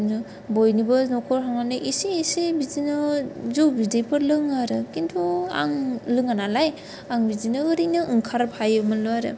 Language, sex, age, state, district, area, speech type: Bodo, female, 18-30, Assam, Kokrajhar, urban, spontaneous